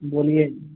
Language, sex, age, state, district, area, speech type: Hindi, male, 18-30, Uttar Pradesh, Azamgarh, rural, conversation